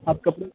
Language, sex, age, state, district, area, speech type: Hindi, male, 18-30, Rajasthan, Jodhpur, urban, conversation